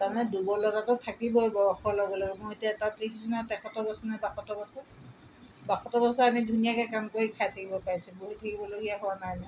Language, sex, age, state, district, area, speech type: Assamese, female, 60+, Assam, Tinsukia, rural, spontaneous